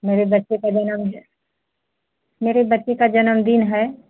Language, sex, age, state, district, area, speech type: Hindi, female, 30-45, Uttar Pradesh, Azamgarh, rural, conversation